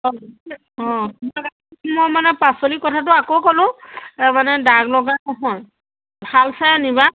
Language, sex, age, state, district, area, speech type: Assamese, female, 30-45, Assam, Majuli, urban, conversation